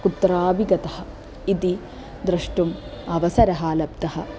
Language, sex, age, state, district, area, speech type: Sanskrit, female, 18-30, Kerala, Thrissur, urban, spontaneous